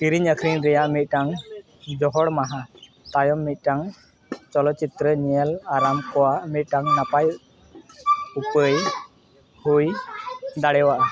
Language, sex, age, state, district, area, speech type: Santali, male, 18-30, West Bengal, Dakshin Dinajpur, rural, read